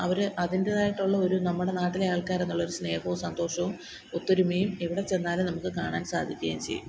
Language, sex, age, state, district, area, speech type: Malayalam, female, 30-45, Kerala, Kottayam, rural, spontaneous